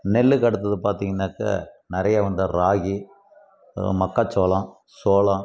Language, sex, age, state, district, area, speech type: Tamil, male, 60+, Tamil Nadu, Krishnagiri, rural, spontaneous